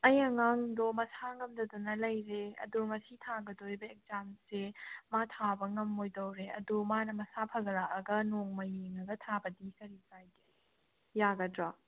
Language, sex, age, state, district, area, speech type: Manipuri, female, 30-45, Manipur, Tengnoupal, urban, conversation